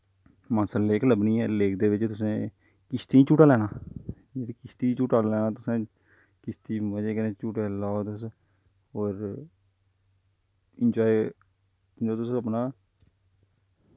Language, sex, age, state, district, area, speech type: Dogri, male, 30-45, Jammu and Kashmir, Jammu, rural, spontaneous